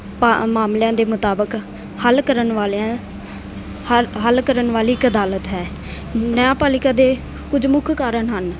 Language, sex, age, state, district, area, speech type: Punjabi, female, 18-30, Punjab, Mansa, urban, spontaneous